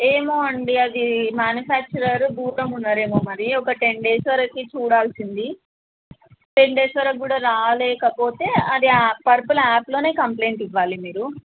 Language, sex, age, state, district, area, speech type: Telugu, female, 18-30, Telangana, Suryapet, urban, conversation